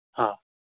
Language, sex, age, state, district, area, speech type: Sindhi, male, 18-30, Rajasthan, Ajmer, urban, conversation